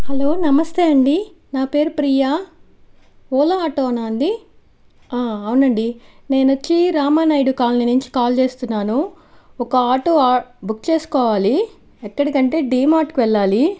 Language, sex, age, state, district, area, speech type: Telugu, female, 30-45, Andhra Pradesh, Chittoor, urban, spontaneous